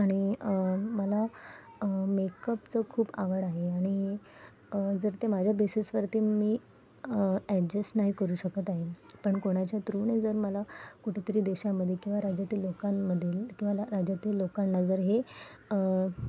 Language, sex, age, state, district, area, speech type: Marathi, female, 18-30, Maharashtra, Mumbai Suburban, urban, spontaneous